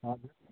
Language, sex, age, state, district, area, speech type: Nepali, male, 60+, West Bengal, Kalimpong, rural, conversation